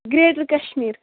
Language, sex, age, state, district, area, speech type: Kashmiri, female, 18-30, Jammu and Kashmir, Shopian, rural, conversation